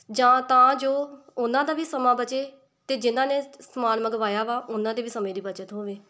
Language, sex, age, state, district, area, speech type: Punjabi, female, 18-30, Punjab, Tarn Taran, rural, spontaneous